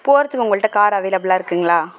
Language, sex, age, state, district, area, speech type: Tamil, female, 18-30, Tamil Nadu, Mayiladuthurai, rural, spontaneous